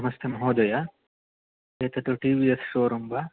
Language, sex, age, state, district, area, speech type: Sanskrit, male, 18-30, Karnataka, Shimoga, rural, conversation